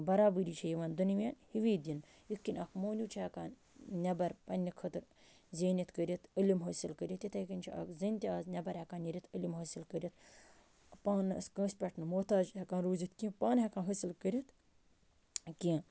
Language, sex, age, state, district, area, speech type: Kashmiri, female, 30-45, Jammu and Kashmir, Baramulla, rural, spontaneous